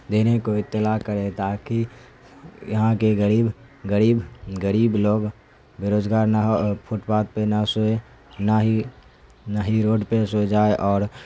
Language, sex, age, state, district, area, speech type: Urdu, male, 18-30, Bihar, Saharsa, urban, spontaneous